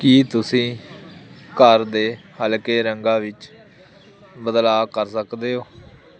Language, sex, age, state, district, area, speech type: Punjabi, male, 18-30, Punjab, Hoshiarpur, rural, read